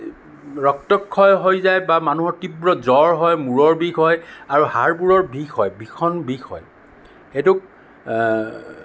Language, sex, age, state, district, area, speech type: Assamese, male, 60+, Assam, Sonitpur, urban, spontaneous